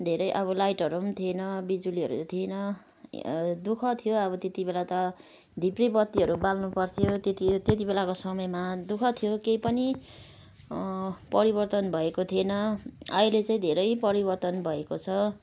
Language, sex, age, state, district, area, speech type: Nepali, female, 45-60, West Bengal, Kalimpong, rural, spontaneous